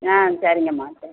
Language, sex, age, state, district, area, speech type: Tamil, female, 45-60, Tamil Nadu, Theni, rural, conversation